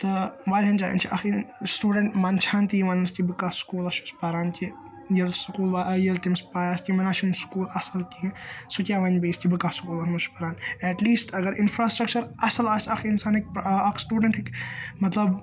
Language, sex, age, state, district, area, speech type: Kashmiri, male, 18-30, Jammu and Kashmir, Srinagar, urban, spontaneous